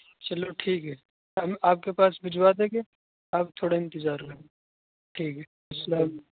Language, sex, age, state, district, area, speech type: Urdu, male, 18-30, Uttar Pradesh, Saharanpur, urban, conversation